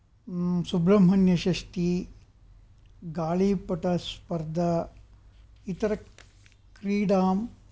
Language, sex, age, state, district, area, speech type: Sanskrit, male, 60+, Karnataka, Mysore, urban, spontaneous